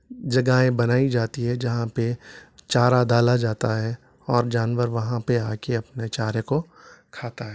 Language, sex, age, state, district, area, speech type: Urdu, male, 30-45, Telangana, Hyderabad, urban, spontaneous